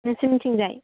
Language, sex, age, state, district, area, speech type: Bodo, female, 18-30, Assam, Baksa, rural, conversation